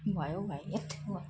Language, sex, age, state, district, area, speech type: Nepali, female, 45-60, West Bengal, Jalpaiguri, urban, spontaneous